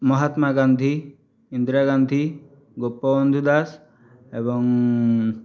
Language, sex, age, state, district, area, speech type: Odia, male, 18-30, Odisha, Jajpur, rural, spontaneous